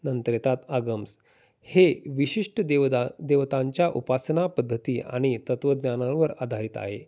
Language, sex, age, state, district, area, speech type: Marathi, male, 30-45, Maharashtra, Osmanabad, rural, spontaneous